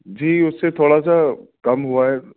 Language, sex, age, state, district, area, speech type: Urdu, male, 30-45, Delhi, Central Delhi, urban, conversation